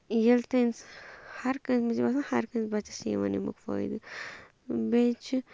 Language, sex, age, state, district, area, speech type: Kashmiri, female, 18-30, Jammu and Kashmir, Shopian, rural, spontaneous